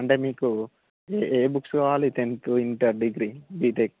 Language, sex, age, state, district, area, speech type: Telugu, male, 18-30, Telangana, Jangaon, urban, conversation